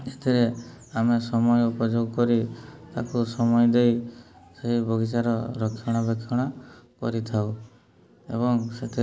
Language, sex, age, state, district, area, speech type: Odia, male, 30-45, Odisha, Mayurbhanj, rural, spontaneous